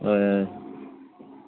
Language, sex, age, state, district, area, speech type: Manipuri, male, 18-30, Manipur, Churachandpur, rural, conversation